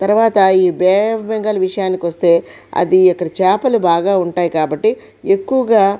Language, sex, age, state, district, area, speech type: Telugu, female, 45-60, Andhra Pradesh, Krishna, rural, spontaneous